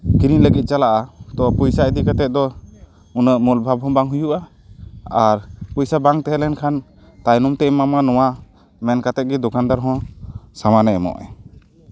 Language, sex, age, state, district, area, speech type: Santali, male, 30-45, West Bengal, Paschim Bardhaman, rural, spontaneous